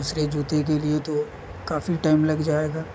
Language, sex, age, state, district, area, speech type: Urdu, male, 18-30, Bihar, Gaya, urban, spontaneous